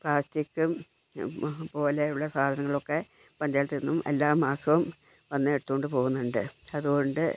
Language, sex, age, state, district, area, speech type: Malayalam, female, 60+, Kerala, Wayanad, rural, spontaneous